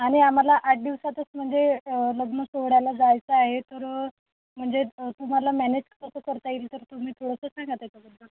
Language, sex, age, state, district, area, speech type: Marathi, female, 18-30, Maharashtra, Thane, rural, conversation